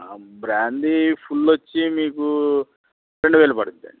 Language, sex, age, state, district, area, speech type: Telugu, male, 60+, Andhra Pradesh, Eluru, rural, conversation